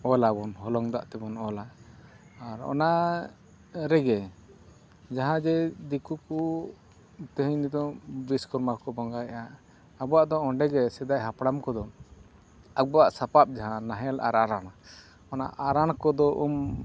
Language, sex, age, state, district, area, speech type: Santali, male, 45-60, Odisha, Mayurbhanj, rural, spontaneous